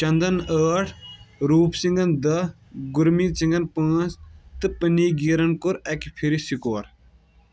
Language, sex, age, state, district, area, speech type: Kashmiri, male, 18-30, Jammu and Kashmir, Kulgam, rural, read